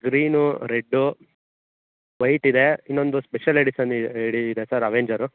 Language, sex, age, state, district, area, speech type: Kannada, male, 18-30, Karnataka, Chikkaballapur, rural, conversation